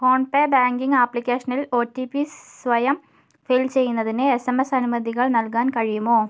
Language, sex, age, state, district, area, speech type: Malayalam, female, 45-60, Kerala, Kozhikode, urban, read